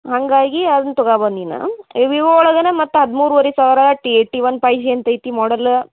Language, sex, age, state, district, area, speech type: Kannada, female, 18-30, Karnataka, Dharwad, urban, conversation